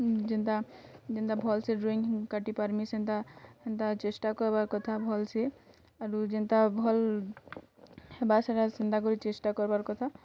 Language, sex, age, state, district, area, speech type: Odia, female, 18-30, Odisha, Bargarh, rural, spontaneous